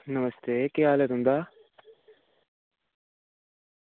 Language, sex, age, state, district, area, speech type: Dogri, female, 30-45, Jammu and Kashmir, Reasi, urban, conversation